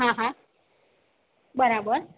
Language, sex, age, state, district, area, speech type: Gujarati, female, 45-60, Gujarat, Mehsana, rural, conversation